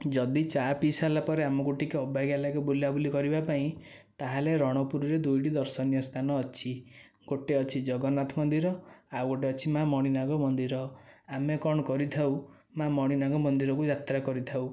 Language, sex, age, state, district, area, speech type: Odia, male, 18-30, Odisha, Nayagarh, rural, spontaneous